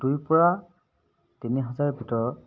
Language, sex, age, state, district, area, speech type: Assamese, male, 30-45, Assam, Lakhimpur, urban, spontaneous